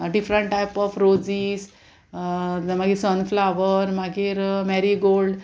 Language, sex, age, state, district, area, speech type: Goan Konkani, female, 45-60, Goa, Murmgao, urban, spontaneous